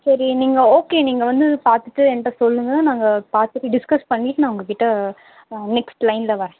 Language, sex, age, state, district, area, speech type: Tamil, female, 18-30, Tamil Nadu, Nilgiris, rural, conversation